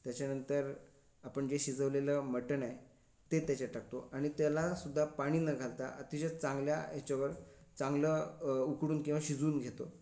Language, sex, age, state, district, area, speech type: Marathi, male, 45-60, Maharashtra, Raigad, urban, spontaneous